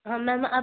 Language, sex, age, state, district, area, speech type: Hindi, female, 18-30, Madhya Pradesh, Betul, urban, conversation